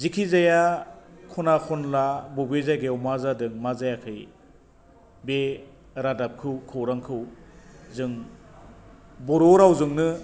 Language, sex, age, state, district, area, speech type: Bodo, male, 45-60, Assam, Baksa, rural, spontaneous